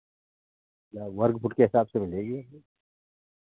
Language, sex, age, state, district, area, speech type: Hindi, male, 60+, Uttar Pradesh, Sitapur, rural, conversation